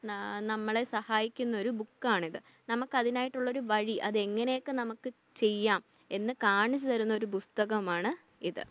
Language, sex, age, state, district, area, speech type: Malayalam, female, 18-30, Kerala, Thiruvananthapuram, urban, spontaneous